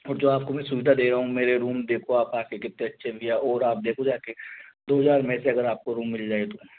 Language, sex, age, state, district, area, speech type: Hindi, male, 18-30, Rajasthan, Jaipur, urban, conversation